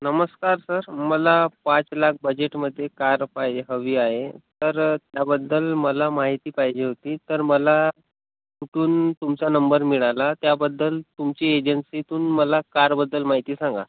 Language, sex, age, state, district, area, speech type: Marathi, male, 18-30, Maharashtra, Nagpur, rural, conversation